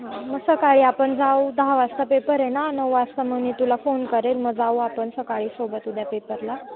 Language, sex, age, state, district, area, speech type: Marathi, female, 18-30, Maharashtra, Nashik, urban, conversation